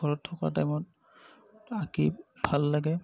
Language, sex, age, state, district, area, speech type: Assamese, male, 30-45, Assam, Darrang, rural, spontaneous